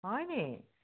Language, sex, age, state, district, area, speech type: Assamese, female, 45-60, Assam, Dibrugarh, rural, conversation